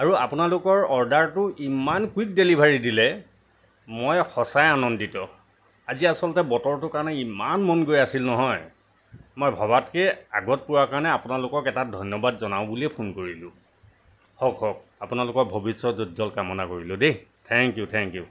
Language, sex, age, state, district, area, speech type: Assamese, male, 60+, Assam, Nagaon, rural, spontaneous